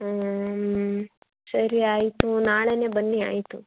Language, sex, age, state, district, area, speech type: Kannada, female, 18-30, Karnataka, Tumkur, urban, conversation